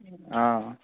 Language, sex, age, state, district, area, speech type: Assamese, male, 30-45, Assam, Sonitpur, rural, conversation